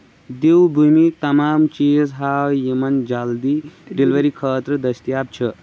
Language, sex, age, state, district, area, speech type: Kashmiri, male, 18-30, Jammu and Kashmir, Shopian, rural, read